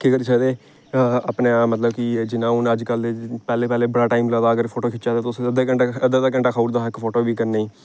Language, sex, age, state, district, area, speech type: Dogri, male, 18-30, Jammu and Kashmir, Reasi, rural, spontaneous